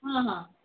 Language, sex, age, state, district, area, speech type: Odia, female, 45-60, Odisha, Sundergarh, rural, conversation